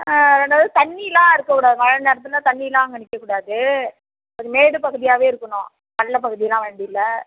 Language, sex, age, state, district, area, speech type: Tamil, female, 45-60, Tamil Nadu, Nagapattinam, rural, conversation